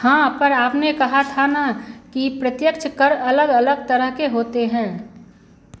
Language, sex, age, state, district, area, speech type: Hindi, female, 45-60, Bihar, Madhubani, rural, read